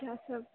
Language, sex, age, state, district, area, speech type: Hindi, female, 18-30, Bihar, Begusarai, rural, conversation